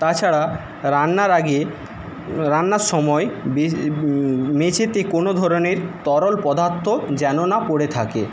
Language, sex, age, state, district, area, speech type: Bengali, male, 60+, West Bengal, Paschim Medinipur, rural, spontaneous